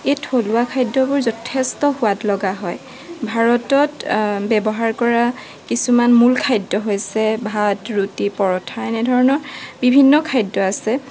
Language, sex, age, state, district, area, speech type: Assamese, female, 18-30, Assam, Morigaon, rural, spontaneous